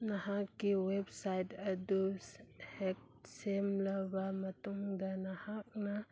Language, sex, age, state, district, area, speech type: Manipuri, female, 30-45, Manipur, Churachandpur, rural, read